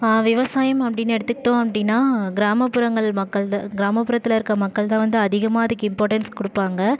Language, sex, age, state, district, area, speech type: Tamil, female, 30-45, Tamil Nadu, Ariyalur, rural, spontaneous